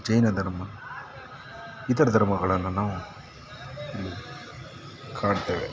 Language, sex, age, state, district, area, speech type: Kannada, male, 30-45, Karnataka, Mysore, urban, spontaneous